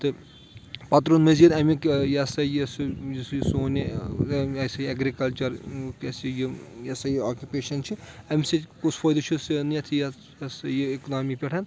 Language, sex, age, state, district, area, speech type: Kashmiri, male, 30-45, Jammu and Kashmir, Anantnag, rural, spontaneous